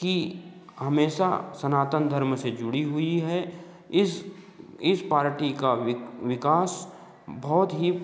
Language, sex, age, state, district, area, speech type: Hindi, male, 30-45, Madhya Pradesh, Betul, rural, spontaneous